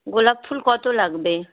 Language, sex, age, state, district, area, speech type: Bengali, female, 45-60, West Bengal, Hooghly, rural, conversation